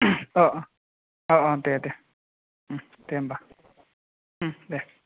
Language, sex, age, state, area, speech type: Bodo, male, 18-30, Assam, urban, conversation